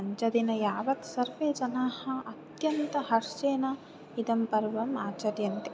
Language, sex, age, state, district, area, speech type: Sanskrit, female, 18-30, Odisha, Jajpur, rural, spontaneous